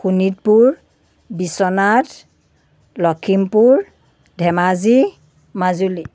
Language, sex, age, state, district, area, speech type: Assamese, female, 45-60, Assam, Biswanath, rural, spontaneous